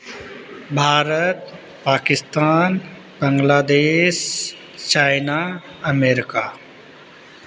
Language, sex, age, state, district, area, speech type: Maithili, male, 30-45, Bihar, Purnia, rural, spontaneous